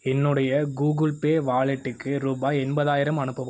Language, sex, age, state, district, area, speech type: Tamil, male, 18-30, Tamil Nadu, Coimbatore, rural, read